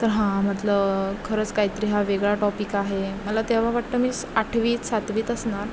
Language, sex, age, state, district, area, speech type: Marathi, female, 18-30, Maharashtra, Ratnagiri, rural, spontaneous